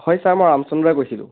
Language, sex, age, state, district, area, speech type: Assamese, male, 18-30, Assam, Biswanath, rural, conversation